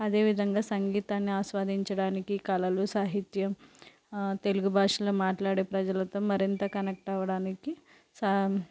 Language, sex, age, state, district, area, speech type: Telugu, female, 45-60, Andhra Pradesh, Konaseema, rural, spontaneous